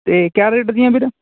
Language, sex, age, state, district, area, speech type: Punjabi, male, 18-30, Punjab, Fatehgarh Sahib, rural, conversation